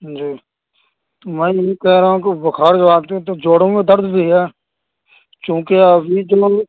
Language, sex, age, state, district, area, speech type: Urdu, male, 18-30, Delhi, Central Delhi, rural, conversation